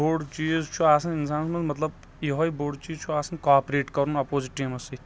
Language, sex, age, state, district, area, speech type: Kashmiri, male, 18-30, Jammu and Kashmir, Kulgam, rural, spontaneous